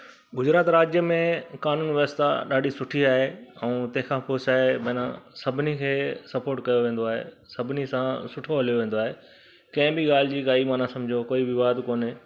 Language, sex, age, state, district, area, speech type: Sindhi, male, 45-60, Gujarat, Surat, urban, spontaneous